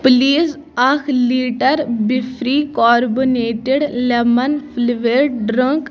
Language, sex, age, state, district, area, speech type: Kashmiri, female, 18-30, Jammu and Kashmir, Kulgam, rural, read